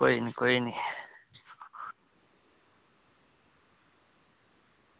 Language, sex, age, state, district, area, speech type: Dogri, male, 18-30, Jammu and Kashmir, Samba, rural, conversation